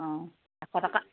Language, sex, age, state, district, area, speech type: Assamese, female, 60+, Assam, Tinsukia, rural, conversation